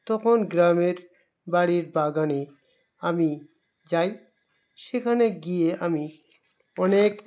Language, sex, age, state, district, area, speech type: Bengali, male, 45-60, West Bengal, Dakshin Dinajpur, urban, spontaneous